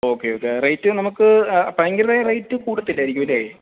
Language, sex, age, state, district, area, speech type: Malayalam, male, 30-45, Kerala, Pathanamthitta, rural, conversation